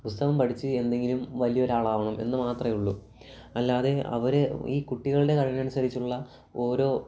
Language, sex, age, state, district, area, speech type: Malayalam, male, 18-30, Kerala, Kollam, rural, spontaneous